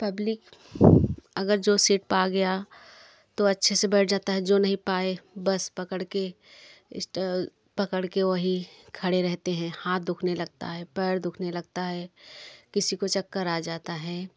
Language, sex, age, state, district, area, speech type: Hindi, female, 30-45, Uttar Pradesh, Jaunpur, rural, spontaneous